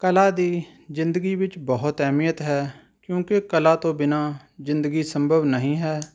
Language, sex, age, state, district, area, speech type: Punjabi, male, 30-45, Punjab, Rupnagar, urban, spontaneous